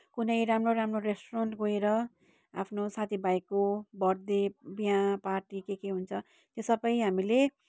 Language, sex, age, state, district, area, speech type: Nepali, female, 30-45, West Bengal, Kalimpong, rural, spontaneous